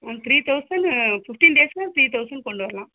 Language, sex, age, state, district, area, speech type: Tamil, female, 45-60, Tamil Nadu, Sivaganga, rural, conversation